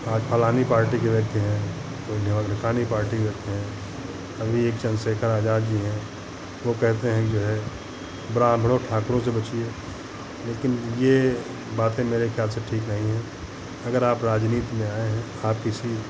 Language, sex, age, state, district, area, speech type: Hindi, male, 45-60, Uttar Pradesh, Hardoi, rural, spontaneous